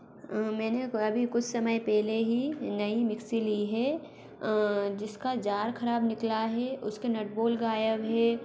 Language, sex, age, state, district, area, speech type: Hindi, female, 18-30, Madhya Pradesh, Bhopal, urban, spontaneous